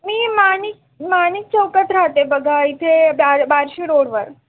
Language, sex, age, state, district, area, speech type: Marathi, female, 18-30, Maharashtra, Osmanabad, rural, conversation